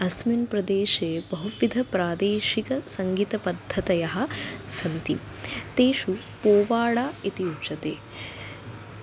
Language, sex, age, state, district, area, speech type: Sanskrit, female, 30-45, Maharashtra, Nagpur, urban, spontaneous